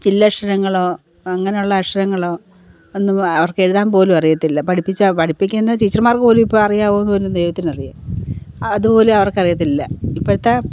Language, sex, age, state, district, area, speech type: Malayalam, female, 45-60, Kerala, Pathanamthitta, rural, spontaneous